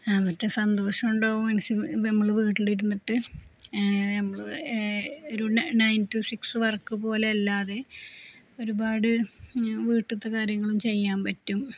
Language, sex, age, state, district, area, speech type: Malayalam, female, 30-45, Kerala, Palakkad, rural, spontaneous